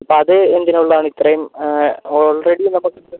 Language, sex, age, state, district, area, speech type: Malayalam, male, 18-30, Kerala, Wayanad, rural, conversation